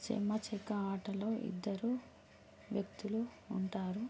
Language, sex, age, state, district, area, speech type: Telugu, female, 30-45, Andhra Pradesh, Visakhapatnam, urban, spontaneous